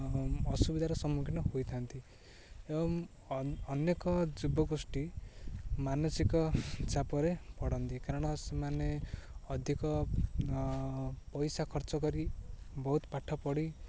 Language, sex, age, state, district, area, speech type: Odia, male, 18-30, Odisha, Ganjam, urban, spontaneous